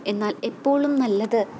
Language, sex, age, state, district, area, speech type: Malayalam, female, 18-30, Kerala, Kottayam, rural, spontaneous